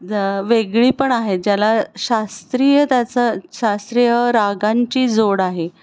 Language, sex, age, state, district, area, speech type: Marathi, female, 45-60, Maharashtra, Pune, urban, spontaneous